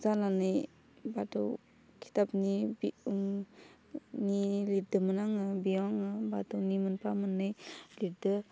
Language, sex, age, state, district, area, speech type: Bodo, female, 18-30, Assam, Udalguri, urban, spontaneous